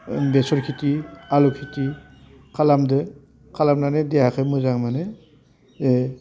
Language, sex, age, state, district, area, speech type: Bodo, male, 60+, Assam, Baksa, rural, spontaneous